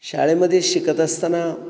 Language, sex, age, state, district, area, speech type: Marathi, male, 45-60, Maharashtra, Ahmednagar, urban, spontaneous